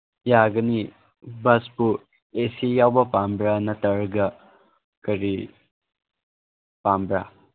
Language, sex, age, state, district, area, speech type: Manipuri, male, 18-30, Manipur, Chandel, rural, conversation